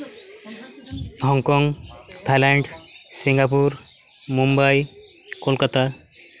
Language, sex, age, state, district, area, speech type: Santali, male, 30-45, West Bengal, Malda, rural, spontaneous